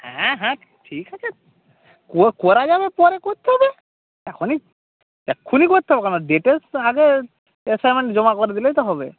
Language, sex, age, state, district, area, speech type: Bengali, male, 30-45, West Bengal, Jalpaiguri, rural, conversation